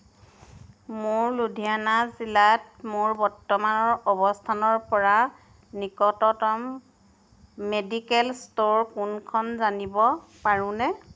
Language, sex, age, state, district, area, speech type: Assamese, female, 30-45, Assam, Jorhat, urban, read